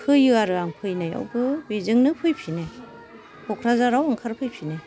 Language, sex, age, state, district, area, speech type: Bodo, female, 45-60, Assam, Kokrajhar, urban, spontaneous